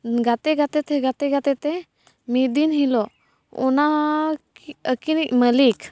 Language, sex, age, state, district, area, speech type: Santali, female, 18-30, Jharkhand, East Singhbhum, rural, spontaneous